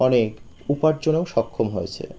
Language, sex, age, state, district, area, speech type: Bengali, male, 30-45, West Bengal, Birbhum, urban, spontaneous